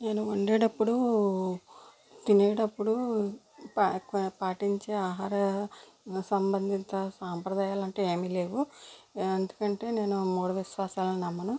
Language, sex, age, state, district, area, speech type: Telugu, female, 45-60, Andhra Pradesh, East Godavari, rural, spontaneous